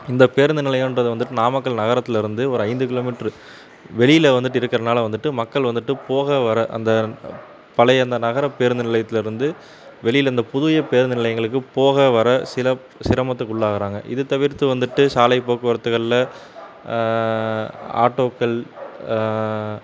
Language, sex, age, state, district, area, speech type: Tamil, male, 30-45, Tamil Nadu, Namakkal, rural, spontaneous